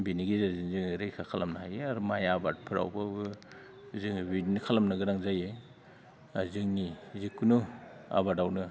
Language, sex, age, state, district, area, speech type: Bodo, male, 45-60, Assam, Udalguri, rural, spontaneous